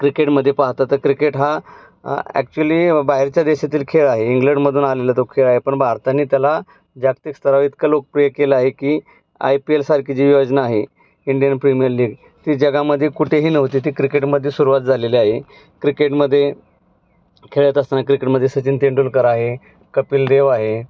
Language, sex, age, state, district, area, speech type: Marathi, male, 30-45, Maharashtra, Pune, urban, spontaneous